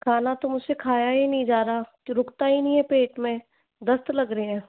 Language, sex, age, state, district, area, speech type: Hindi, female, 18-30, Rajasthan, Jaipur, urban, conversation